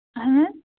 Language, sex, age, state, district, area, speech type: Kashmiri, female, 18-30, Jammu and Kashmir, Bandipora, rural, conversation